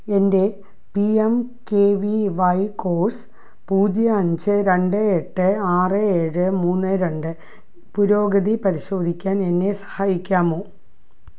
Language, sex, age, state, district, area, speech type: Malayalam, female, 60+, Kerala, Thiruvananthapuram, rural, read